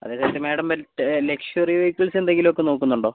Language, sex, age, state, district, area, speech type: Malayalam, female, 45-60, Kerala, Kozhikode, urban, conversation